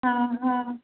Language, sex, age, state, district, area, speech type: Odia, female, 45-60, Odisha, Angul, rural, conversation